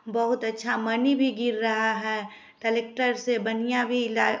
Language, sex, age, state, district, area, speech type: Hindi, female, 30-45, Bihar, Samastipur, rural, spontaneous